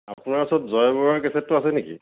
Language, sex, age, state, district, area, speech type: Assamese, male, 45-60, Assam, Tinsukia, urban, conversation